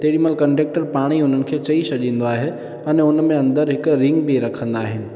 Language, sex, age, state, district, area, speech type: Sindhi, male, 18-30, Gujarat, Junagadh, rural, spontaneous